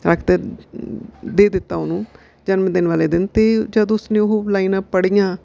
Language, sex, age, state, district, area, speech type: Punjabi, female, 45-60, Punjab, Bathinda, urban, spontaneous